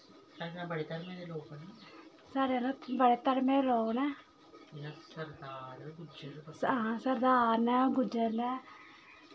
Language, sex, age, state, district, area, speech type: Dogri, female, 30-45, Jammu and Kashmir, Samba, urban, spontaneous